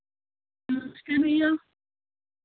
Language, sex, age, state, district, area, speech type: Hindi, female, 45-60, Uttar Pradesh, Lucknow, rural, conversation